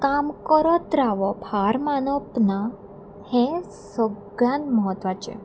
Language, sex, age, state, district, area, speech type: Goan Konkani, female, 18-30, Goa, Salcete, rural, spontaneous